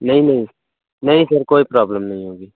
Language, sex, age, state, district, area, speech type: Hindi, male, 30-45, Uttar Pradesh, Pratapgarh, rural, conversation